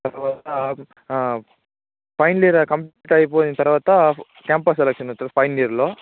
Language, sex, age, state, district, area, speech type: Telugu, male, 18-30, Andhra Pradesh, Chittoor, rural, conversation